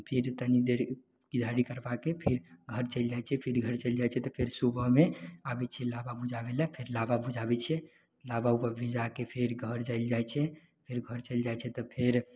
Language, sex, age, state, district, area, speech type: Maithili, male, 18-30, Bihar, Samastipur, rural, spontaneous